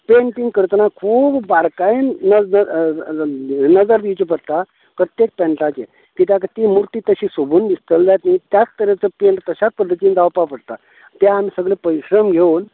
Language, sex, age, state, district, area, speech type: Goan Konkani, male, 45-60, Goa, Canacona, rural, conversation